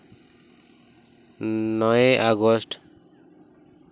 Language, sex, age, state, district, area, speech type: Santali, male, 18-30, West Bengal, Purba Bardhaman, rural, spontaneous